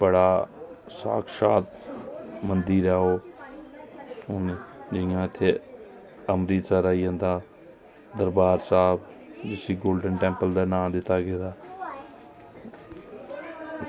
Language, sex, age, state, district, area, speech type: Dogri, male, 30-45, Jammu and Kashmir, Reasi, rural, spontaneous